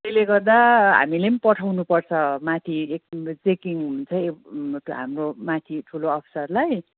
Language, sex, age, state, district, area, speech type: Nepali, female, 45-60, West Bengal, Jalpaiguri, urban, conversation